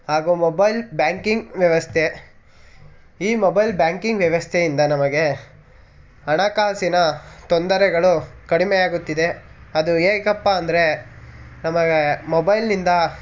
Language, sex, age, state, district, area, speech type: Kannada, male, 18-30, Karnataka, Mysore, rural, spontaneous